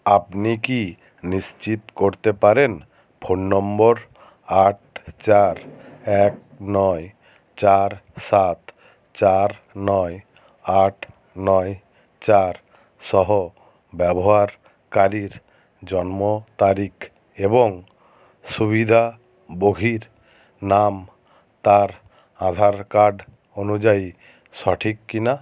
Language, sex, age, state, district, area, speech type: Bengali, male, 60+, West Bengal, Jhargram, rural, read